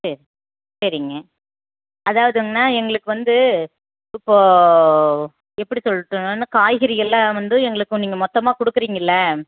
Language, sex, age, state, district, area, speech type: Tamil, female, 45-60, Tamil Nadu, Erode, rural, conversation